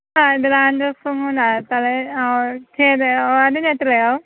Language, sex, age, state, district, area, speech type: Malayalam, female, 18-30, Kerala, Alappuzha, rural, conversation